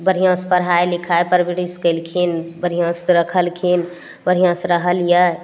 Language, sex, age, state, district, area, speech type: Maithili, female, 30-45, Bihar, Begusarai, urban, spontaneous